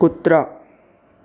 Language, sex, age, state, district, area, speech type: Marathi, male, 18-30, Maharashtra, Raigad, rural, read